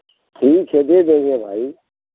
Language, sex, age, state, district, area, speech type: Hindi, male, 45-60, Uttar Pradesh, Pratapgarh, rural, conversation